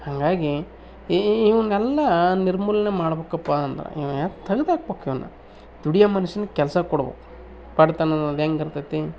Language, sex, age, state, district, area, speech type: Kannada, male, 30-45, Karnataka, Vijayanagara, rural, spontaneous